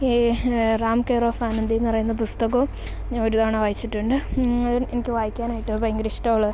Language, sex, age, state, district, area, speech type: Malayalam, female, 18-30, Kerala, Kollam, rural, spontaneous